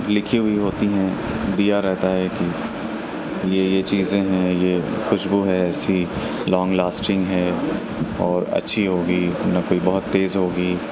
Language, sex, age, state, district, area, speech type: Urdu, male, 18-30, Uttar Pradesh, Mau, urban, spontaneous